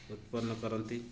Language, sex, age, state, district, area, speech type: Odia, male, 30-45, Odisha, Jagatsinghpur, urban, spontaneous